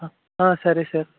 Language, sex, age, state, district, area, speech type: Telugu, male, 18-30, Andhra Pradesh, West Godavari, rural, conversation